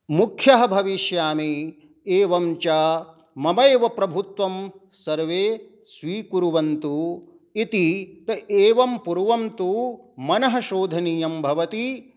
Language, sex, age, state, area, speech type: Sanskrit, male, 60+, Jharkhand, rural, spontaneous